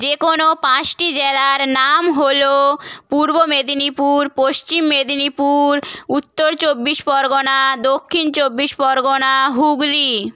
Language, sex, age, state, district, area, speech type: Bengali, female, 18-30, West Bengal, Bankura, rural, spontaneous